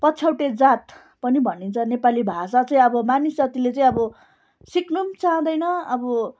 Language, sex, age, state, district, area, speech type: Nepali, female, 30-45, West Bengal, Darjeeling, rural, spontaneous